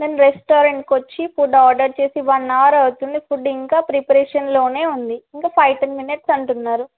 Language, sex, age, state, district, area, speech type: Telugu, female, 18-30, Andhra Pradesh, Alluri Sitarama Raju, rural, conversation